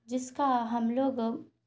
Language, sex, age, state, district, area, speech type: Urdu, female, 18-30, Bihar, Khagaria, rural, spontaneous